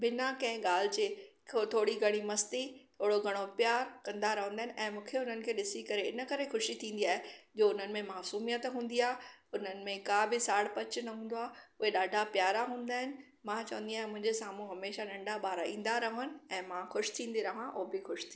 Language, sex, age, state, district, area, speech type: Sindhi, female, 45-60, Maharashtra, Thane, urban, spontaneous